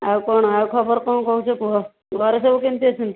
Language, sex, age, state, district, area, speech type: Odia, female, 60+, Odisha, Khordha, rural, conversation